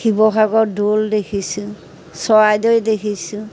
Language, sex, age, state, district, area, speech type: Assamese, female, 60+, Assam, Majuli, urban, spontaneous